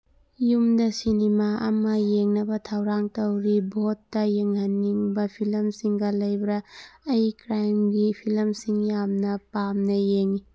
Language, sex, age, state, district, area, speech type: Manipuri, female, 30-45, Manipur, Churachandpur, urban, read